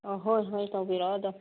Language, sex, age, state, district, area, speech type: Manipuri, female, 60+, Manipur, Kangpokpi, urban, conversation